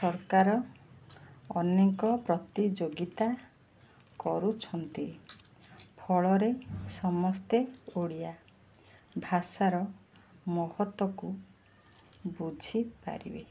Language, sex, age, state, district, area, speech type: Odia, female, 45-60, Odisha, Koraput, urban, spontaneous